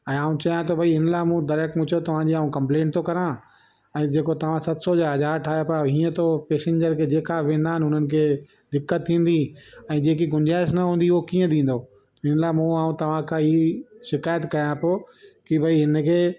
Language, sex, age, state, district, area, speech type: Sindhi, male, 30-45, Delhi, South Delhi, urban, spontaneous